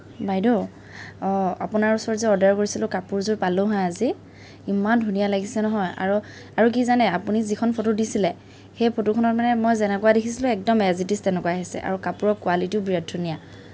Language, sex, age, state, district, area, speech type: Assamese, female, 30-45, Assam, Kamrup Metropolitan, urban, spontaneous